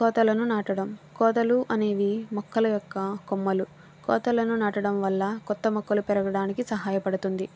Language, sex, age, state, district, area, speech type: Telugu, female, 45-60, Andhra Pradesh, East Godavari, rural, spontaneous